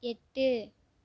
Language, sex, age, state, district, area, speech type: Tamil, female, 18-30, Tamil Nadu, Tiruchirappalli, rural, read